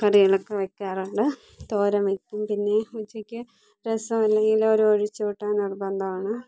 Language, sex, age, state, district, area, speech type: Malayalam, female, 30-45, Kerala, Thiruvananthapuram, rural, spontaneous